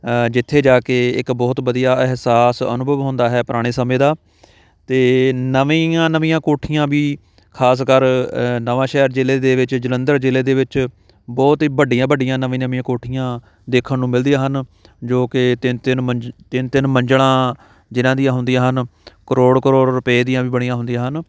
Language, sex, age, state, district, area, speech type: Punjabi, male, 30-45, Punjab, Shaheed Bhagat Singh Nagar, urban, spontaneous